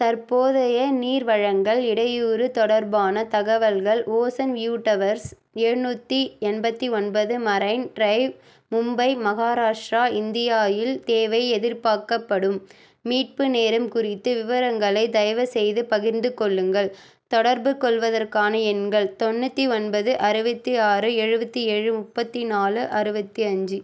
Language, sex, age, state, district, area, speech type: Tamil, female, 18-30, Tamil Nadu, Vellore, urban, read